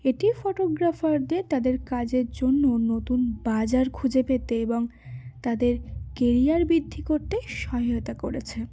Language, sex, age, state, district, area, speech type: Bengali, female, 18-30, West Bengal, Cooch Behar, urban, spontaneous